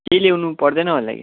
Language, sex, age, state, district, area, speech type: Nepali, male, 18-30, West Bengal, Kalimpong, rural, conversation